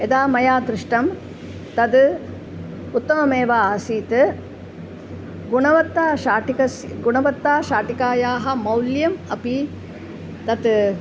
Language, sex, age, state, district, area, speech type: Sanskrit, female, 60+, Kerala, Palakkad, urban, spontaneous